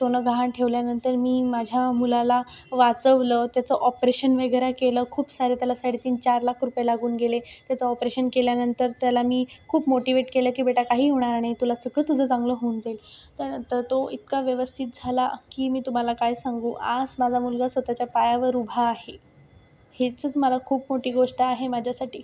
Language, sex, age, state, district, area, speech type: Marathi, female, 30-45, Maharashtra, Buldhana, rural, spontaneous